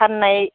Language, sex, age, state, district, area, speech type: Bodo, female, 30-45, Assam, Baksa, rural, conversation